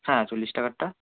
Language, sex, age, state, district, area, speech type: Bengali, male, 18-30, West Bengal, Kolkata, urban, conversation